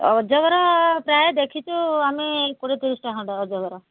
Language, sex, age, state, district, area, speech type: Odia, female, 60+, Odisha, Kendrapara, urban, conversation